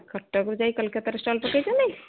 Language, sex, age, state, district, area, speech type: Odia, female, 60+, Odisha, Jharsuguda, rural, conversation